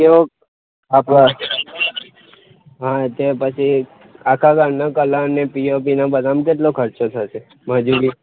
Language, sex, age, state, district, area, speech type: Gujarati, male, 30-45, Gujarat, Aravalli, urban, conversation